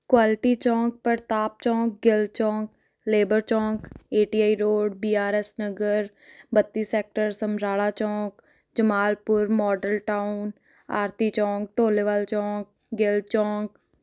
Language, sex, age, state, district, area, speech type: Punjabi, female, 18-30, Punjab, Ludhiana, urban, spontaneous